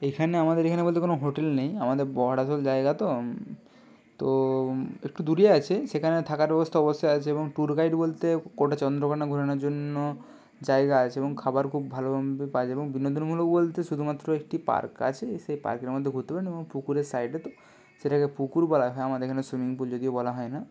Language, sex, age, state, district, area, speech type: Bengali, male, 30-45, West Bengal, Purba Medinipur, rural, spontaneous